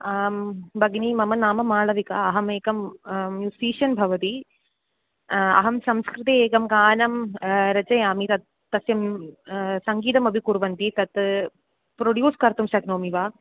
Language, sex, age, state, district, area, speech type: Sanskrit, female, 18-30, Kerala, Kannur, urban, conversation